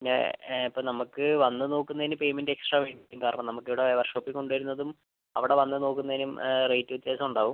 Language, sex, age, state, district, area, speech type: Malayalam, male, 18-30, Kerala, Kozhikode, urban, conversation